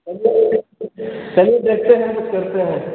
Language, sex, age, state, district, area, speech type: Hindi, male, 30-45, Uttar Pradesh, Sitapur, rural, conversation